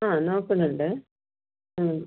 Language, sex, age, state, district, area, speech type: Malayalam, female, 45-60, Kerala, Thiruvananthapuram, rural, conversation